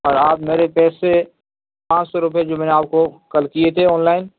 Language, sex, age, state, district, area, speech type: Urdu, male, 18-30, Uttar Pradesh, Saharanpur, urban, conversation